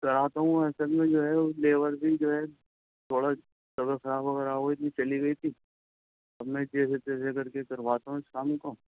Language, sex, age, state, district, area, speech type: Urdu, male, 45-60, Delhi, South Delhi, urban, conversation